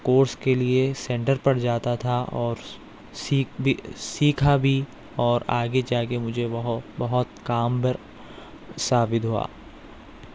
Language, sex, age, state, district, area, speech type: Urdu, male, 18-30, Telangana, Hyderabad, urban, spontaneous